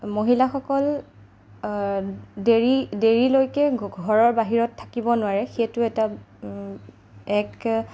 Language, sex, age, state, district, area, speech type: Assamese, female, 30-45, Assam, Darrang, rural, spontaneous